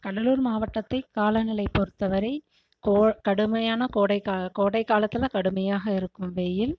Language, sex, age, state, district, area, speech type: Tamil, female, 60+, Tamil Nadu, Cuddalore, rural, spontaneous